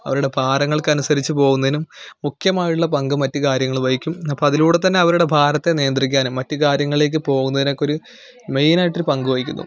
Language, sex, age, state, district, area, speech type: Malayalam, male, 18-30, Kerala, Malappuram, rural, spontaneous